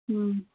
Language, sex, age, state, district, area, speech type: Manipuri, female, 45-60, Manipur, Kangpokpi, urban, conversation